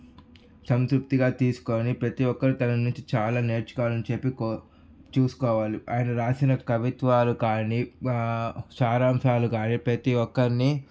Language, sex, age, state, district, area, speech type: Telugu, male, 18-30, Andhra Pradesh, Sri Balaji, urban, spontaneous